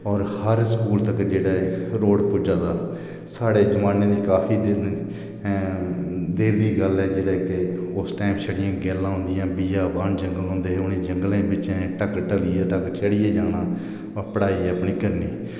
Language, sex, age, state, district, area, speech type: Dogri, male, 45-60, Jammu and Kashmir, Reasi, rural, spontaneous